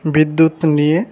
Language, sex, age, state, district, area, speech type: Bengali, male, 18-30, West Bengal, Uttar Dinajpur, urban, spontaneous